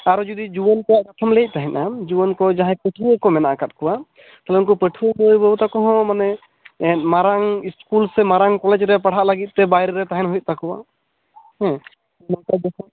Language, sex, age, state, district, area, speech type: Santali, male, 18-30, West Bengal, Jhargram, rural, conversation